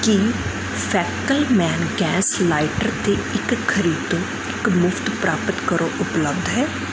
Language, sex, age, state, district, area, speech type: Punjabi, female, 30-45, Punjab, Mansa, urban, read